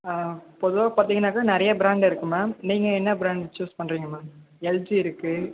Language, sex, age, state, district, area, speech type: Tamil, male, 18-30, Tamil Nadu, Thanjavur, rural, conversation